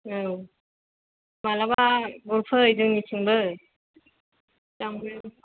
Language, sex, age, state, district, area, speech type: Bodo, female, 30-45, Assam, Chirang, urban, conversation